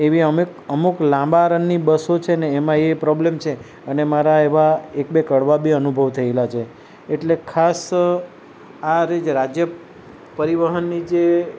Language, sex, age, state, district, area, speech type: Gujarati, male, 45-60, Gujarat, Valsad, rural, spontaneous